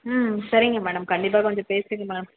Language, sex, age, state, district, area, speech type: Tamil, female, 30-45, Tamil Nadu, Tiruvallur, urban, conversation